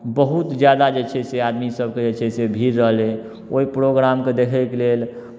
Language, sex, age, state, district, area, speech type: Maithili, male, 18-30, Bihar, Darbhanga, urban, spontaneous